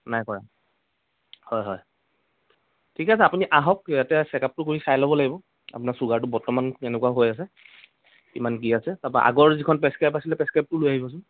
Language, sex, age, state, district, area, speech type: Assamese, male, 45-60, Assam, Dhemaji, rural, conversation